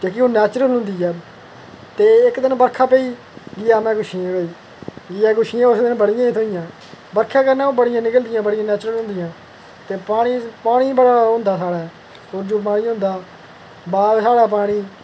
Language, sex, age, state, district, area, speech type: Dogri, male, 30-45, Jammu and Kashmir, Udhampur, urban, spontaneous